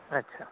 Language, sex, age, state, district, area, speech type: Santali, male, 18-30, West Bengal, Birbhum, rural, conversation